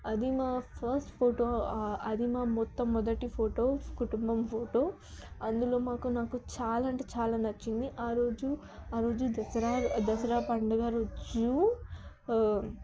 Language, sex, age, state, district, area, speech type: Telugu, female, 18-30, Telangana, Yadadri Bhuvanagiri, urban, spontaneous